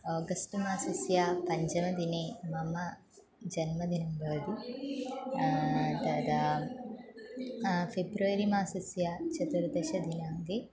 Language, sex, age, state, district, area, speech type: Sanskrit, female, 18-30, Kerala, Thrissur, urban, spontaneous